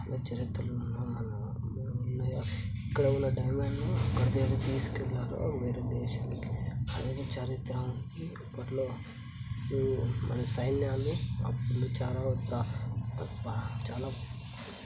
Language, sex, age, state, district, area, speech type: Telugu, male, 30-45, Andhra Pradesh, Kadapa, rural, spontaneous